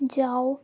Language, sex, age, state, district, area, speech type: Hindi, female, 18-30, Madhya Pradesh, Chhindwara, urban, read